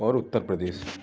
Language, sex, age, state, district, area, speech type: Hindi, male, 45-60, Madhya Pradesh, Gwalior, urban, spontaneous